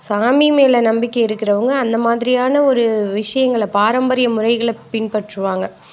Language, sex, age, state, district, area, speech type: Tamil, female, 45-60, Tamil Nadu, Thanjavur, rural, spontaneous